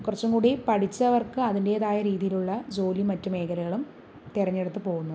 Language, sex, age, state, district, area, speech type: Malayalam, female, 45-60, Kerala, Palakkad, rural, spontaneous